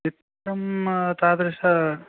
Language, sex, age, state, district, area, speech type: Sanskrit, male, 18-30, Karnataka, Uttara Kannada, rural, conversation